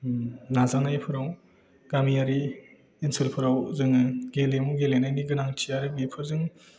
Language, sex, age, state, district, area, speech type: Bodo, male, 18-30, Assam, Udalguri, rural, spontaneous